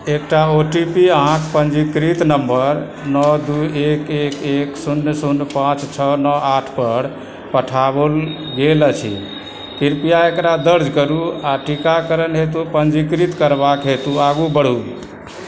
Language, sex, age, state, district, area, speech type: Maithili, male, 60+, Bihar, Supaul, urban, read